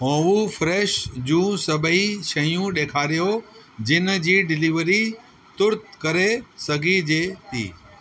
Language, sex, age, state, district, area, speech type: Sindhi, male, 45-60, Delhi, South Delhi, urban, read